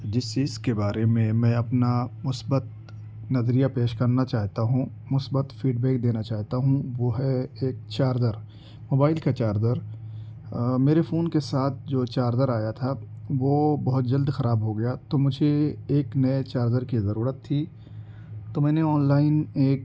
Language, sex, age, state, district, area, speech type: Urdu, male, 18-30, Delhi, East Delhi, urban, spontaneous